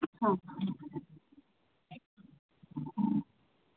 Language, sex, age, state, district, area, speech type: Kannada, female, 30-45, Karnataka, Chitradurga, rural, conversation